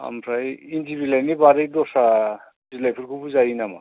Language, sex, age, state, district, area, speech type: Bodo, male, 60+, Assam, Kokrajhar, urban, conversation